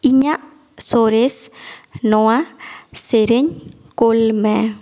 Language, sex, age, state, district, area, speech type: Santali, female, 18-30, West Bengal, Bankura, rural, read